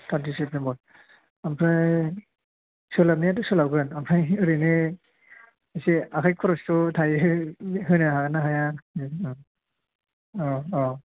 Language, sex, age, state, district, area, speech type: Bodo, male, 30-45, Assam, Chirang, rural, conversation